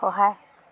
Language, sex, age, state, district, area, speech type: Assamese, female, 60+, Assam, Dhemaji, rural, read